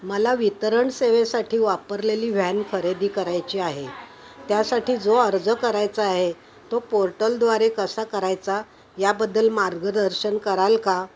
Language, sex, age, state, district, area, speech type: Marathi, female, 60+, Maharashtra, Thane, urban, spontaneous